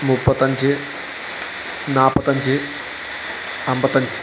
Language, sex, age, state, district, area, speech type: Malayalam, male, 18-30, Kerala, Wayanad, rural, spontaneous